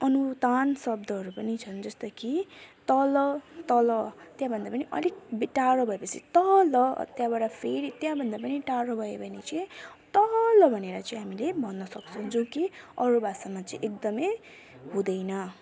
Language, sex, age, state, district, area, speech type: Nepali, female, 18-30, West Bengal, Alipurduar, rural, spontaneous